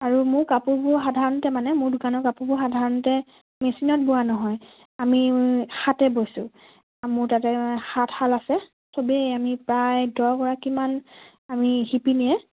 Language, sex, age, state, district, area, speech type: Assamese, female, 18-30, Assam, Lakhimpur, urban, conversation